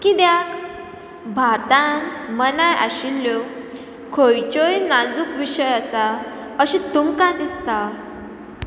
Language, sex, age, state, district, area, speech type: Goan Konkani, female, 18-30, Goa, Ponda, rural, spontaneous